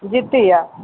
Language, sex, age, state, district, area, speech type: Maithili, female, 60+, Bihar, Sitamarhi, rural, conversation